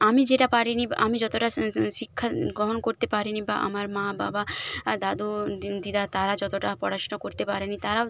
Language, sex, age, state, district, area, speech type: Bengali, female, 45-60, West Bengal, Jhargram, rural, spontaneous